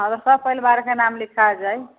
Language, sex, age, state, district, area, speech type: Maithili, female, 60+, Bihar, Sitamarhi, rural, conversation